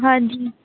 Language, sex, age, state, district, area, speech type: Punjabi, female, 18-30, Punjab, Shaheed Bhagat Singh Nagar, rural, conversation